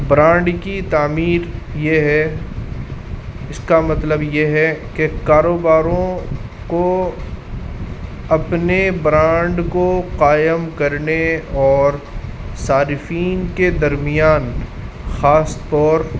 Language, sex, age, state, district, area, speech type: Urdu, male, 30-45, Uttar Pradesh, Muzaffarnagar, urban, spontaneous